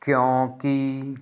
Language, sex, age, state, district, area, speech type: Punjabi, male, 30-45, Punjab, Fazilka, rural, read